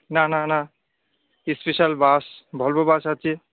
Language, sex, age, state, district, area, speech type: Bengali, male, 18-30, West Bengal, Darjeeling, urban, conversation